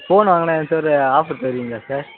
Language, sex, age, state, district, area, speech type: Tamil, male, 18-30, Tamil Nadu, Kallakurichi, rural, conversation